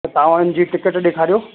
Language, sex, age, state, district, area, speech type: Sindhi, male, 30-45, Rajasthan, Ajmer, urban, conversation